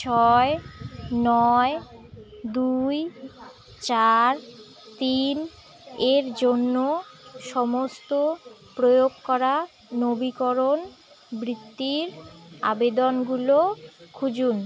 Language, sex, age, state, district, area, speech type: Bengali, female, 18-30, West Bengal, Jalpaiguri, rural, read